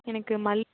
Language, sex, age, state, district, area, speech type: Tamil, female, 18-30, Tamil Nadu, Mayiladuthurai, urban, conversation